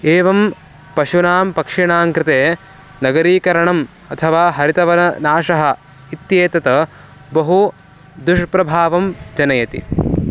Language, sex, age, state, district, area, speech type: Sanskrit, male, 18-30, Karnataka, Mysore, urban, spontaneous